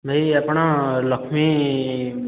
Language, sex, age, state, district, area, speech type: Odia, male, 18-30, Odisha, Khordha, rural, conversation